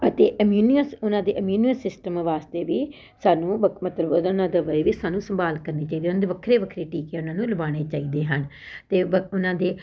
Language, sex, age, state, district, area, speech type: Punjabi, female, 45-60, Punjab, Ludhiana, urban, spontaneous